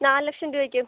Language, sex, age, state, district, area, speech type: Malayalam, male, 18-30, Kerala, Alappuzha, rural, conversation